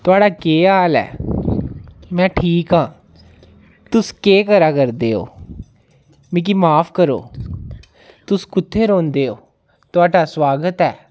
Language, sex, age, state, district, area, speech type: Dogri, female, 18-30, Jammu and Kashmir, Jammu, rural, spontaneous